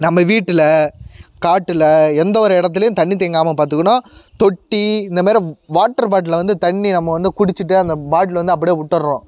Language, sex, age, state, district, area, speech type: Tamil, male, 18-30, Tamil Nadu, Kallakurichi, urban, spontaneous